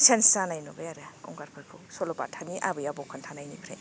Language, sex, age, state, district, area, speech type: Bodo, female, 30-45, Assam, Baksa, rural, spontaneous